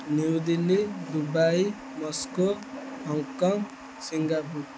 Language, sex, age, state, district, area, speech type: Odia, male, 18-30, Odisha, Jagatsinghpur, rural, spontaneous